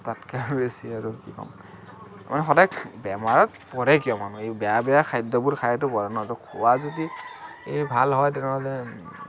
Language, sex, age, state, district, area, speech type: Assamese, male, 45-60, Assam, Kamrup Metropolitan, urban, spontaneous